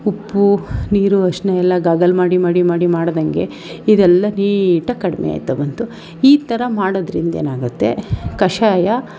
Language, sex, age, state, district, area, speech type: Kannada, female, 30-45, Karnataka, Mandya, rural, spontaneous